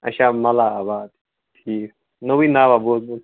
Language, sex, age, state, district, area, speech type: Kashmiri, male, 18-30, Jammu and Kashmir, Baramulla, rural, conversation